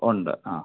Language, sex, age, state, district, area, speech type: Malayalam, male, 45-60, Kerala, Pathanamthitta, rural, conversation